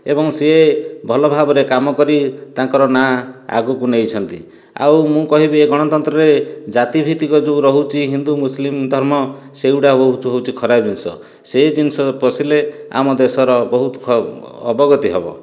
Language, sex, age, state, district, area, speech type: Odia, male, 45-60, Odisha, Dhenkanal, rural, spontaneous